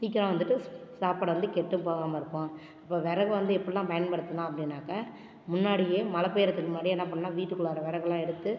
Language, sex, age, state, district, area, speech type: Tamil, female, 18-30, Tamil Nadu, Ariyalur, rural, spontaneous